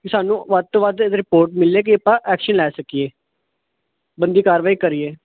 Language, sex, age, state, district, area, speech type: Punjabi, male, 18-30, Punjab, Ludhiana, urban, conversation